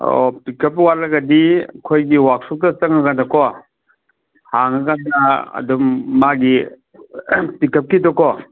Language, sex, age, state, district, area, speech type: Manipuri, male, 45-60, Manipur, Kangpokpi, urban, conversation